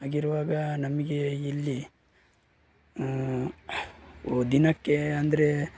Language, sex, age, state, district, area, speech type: Kannada, male, 30-45, Karnataka, Udupi, rural, spontaneous